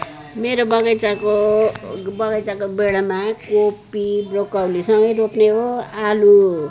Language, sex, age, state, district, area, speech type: Nepali, female, 45-60, West Bengal, Jalpaiguri, urban, spontaneous